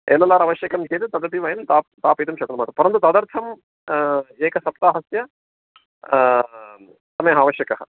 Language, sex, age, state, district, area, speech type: Sanskrit, male, 45-60, Karnataka, Bangalore Urban, urban, conversation